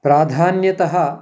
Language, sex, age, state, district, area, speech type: Sanskrit, male, 60+, Telangana, Karimnagar, urban, spontaneous